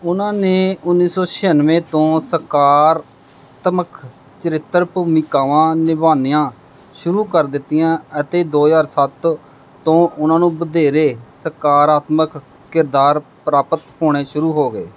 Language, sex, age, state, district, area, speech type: Punjabi, male, 45-60, Punjab, Pathankot, rural, read